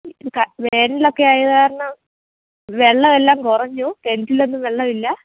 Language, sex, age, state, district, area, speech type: Malayalam, female, 18-30, Kerala, Idukki, rural, conversation